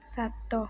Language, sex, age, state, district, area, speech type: Odia, female, 18-30, Odisha, Rayagada, rural, read